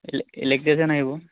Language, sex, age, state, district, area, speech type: Assamese, male, 18-30, Assam, Majuli, urban, conversation